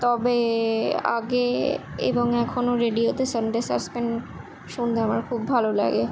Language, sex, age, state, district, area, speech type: Bengali, female, 18-30, West Bengal, Kolkata, urban, spontaneous